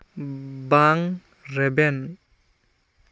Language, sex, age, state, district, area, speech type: Santali, male, 18-30, West Bengal, Purba Bardhaman, rural, read